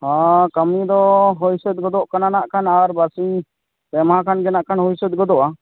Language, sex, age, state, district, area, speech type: Santali, male, 30-45, West Bengal, Jhargram, rural, conversation